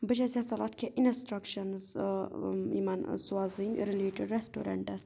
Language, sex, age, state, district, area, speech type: Kashmiri, other, 30-45, Jammu and Kashmir, Budgam, rural, spontaneous